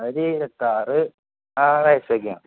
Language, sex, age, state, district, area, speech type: Malayalam, male, 18-30, Kerala, Malappuram, rural, conversation